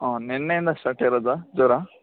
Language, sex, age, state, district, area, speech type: Kannada, male, 18-30, Karnataka, Chikkamagaluru, rural, conversation